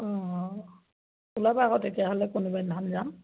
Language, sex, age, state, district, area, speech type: Assamese, female, 60+, Assam, Dibrugarh, rural, conversation